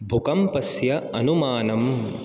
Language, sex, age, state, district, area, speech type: Sanskrit, male, 18-30, Rajasthan, Jaipur, urban, read